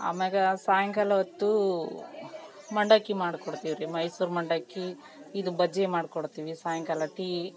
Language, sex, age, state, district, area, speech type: Kannada, female, 30-45, Karnataka, Vijayanagara, rural, spontaneous